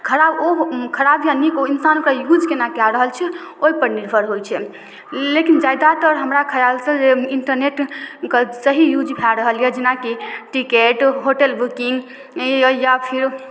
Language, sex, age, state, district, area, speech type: Maithili, female, 18-30, Bihar, Darbhanga, rural, spontaneous